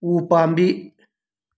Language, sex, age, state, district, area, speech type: Manipuri, male, 45-60, Manipur, Imphal West, urban, read